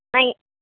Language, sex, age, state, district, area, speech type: Tamil, female, 18-30, Tamil Nadu, Nilgiris, urban, conversation